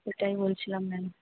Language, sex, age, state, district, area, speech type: Bengali, female, 18-30, West Bengal, Paschim Bardhaman, urban, conversation